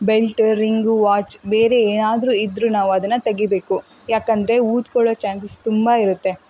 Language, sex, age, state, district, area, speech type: Kannada, female, 18-30, Karnataka, Davanagere, rural, spontaneous